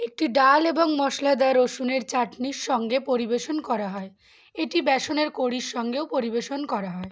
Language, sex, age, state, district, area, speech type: Bengali, female, 18-30, West Bengal, Uttar Dinajpur, urban, read